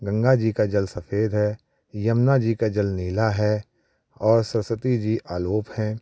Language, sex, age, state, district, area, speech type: Hindi, male, 45-60, Uttar Pradesh, Prayagraj, urban, spontaneous